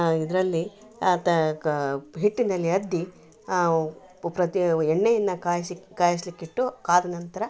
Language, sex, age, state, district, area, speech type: Kannada, female, 60+, Karnataka, Koppal, rural, spontaneous